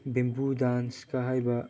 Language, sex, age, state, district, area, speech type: Manipuri, male, 18-30, Manipur, Chandel, rural, spontaneous